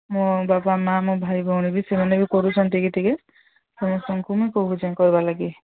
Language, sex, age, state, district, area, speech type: Odia, female, 30-45, Odisha, Sambalpur, rural, conversation